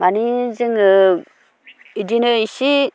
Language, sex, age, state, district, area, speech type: Bodo, female, 45-60, Assam, Baksa, rural, spontaneous